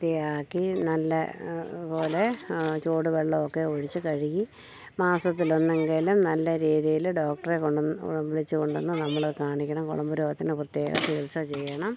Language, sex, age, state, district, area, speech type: Malayalam, female, 60+, Kerala, Thiruvananthapuram, urban, spontaneous